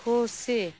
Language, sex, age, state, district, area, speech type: Santali, female, 30-45, West Bengal, Birbhum, rural, read